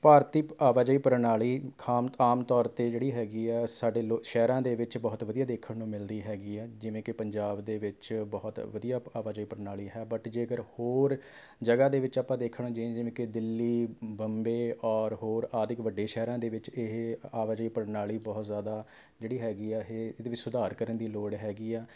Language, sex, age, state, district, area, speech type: Punjabi, male, 30-45, Punjab, Rupnagar, urban, spontaneous